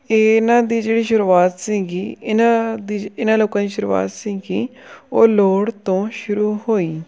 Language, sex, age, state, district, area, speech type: Punjabi, male, 18-30, Punjab, Tarn Taran, rural, spontaneous